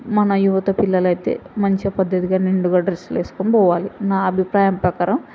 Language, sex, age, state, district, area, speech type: Telugu, female, 18-30, Telangana, Mahbubnagar, rural, spontaneous